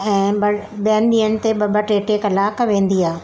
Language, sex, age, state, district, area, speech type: Sindhi, female, 60+, Maharashtra, Mumbai Suburban, urban, spontaneous